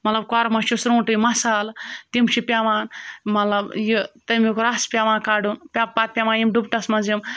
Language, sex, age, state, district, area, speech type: Kashmiri, female, 45-60, Jammu and Kashmir, Ganderbal, rural, spontaneous